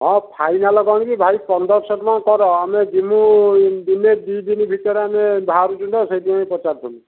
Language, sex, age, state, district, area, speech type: Odia, male, 45-60, Odisha, Kendujhar, urban, conversation